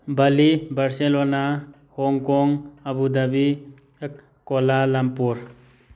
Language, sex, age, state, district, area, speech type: Manipuri, male, 30-45, Manipur, Thoubal, urban, spontaneous